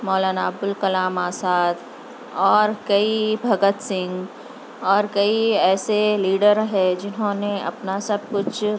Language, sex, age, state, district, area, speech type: Urdu, female, 30-45, Telangana, Hyderabad, urban, spontaneous